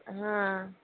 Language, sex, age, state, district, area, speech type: Marathi, female, 60+, Maharashtra, Yavatmal, rural, conversation